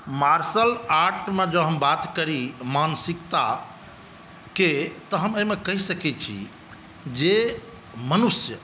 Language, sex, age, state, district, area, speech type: Maithili, male, 45-60, Bihar, Saharsa, rural, spontaneous